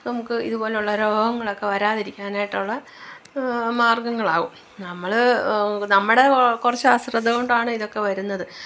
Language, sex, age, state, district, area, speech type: Malayalam, female, 45-60, Kerala, Pathanamthitta, urban, spontaneous